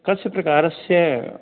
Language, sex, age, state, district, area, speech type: Sanskrit, male, 60+, Uttar Pradesh, Ayodhya, urban, conversation